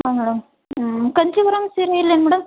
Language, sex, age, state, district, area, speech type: Kannada, female, 18-30, Karnataka, Chitradurga, urban, conversation